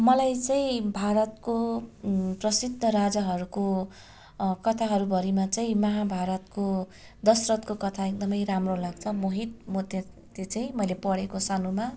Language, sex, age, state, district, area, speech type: Nepali, female, 30-45, West Bengal, Darjeeling, rural, spontaneous